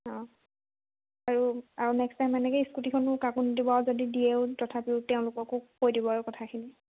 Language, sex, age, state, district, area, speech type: Assamese, female, 18-30, Assam, Dhemaji, rural, conversation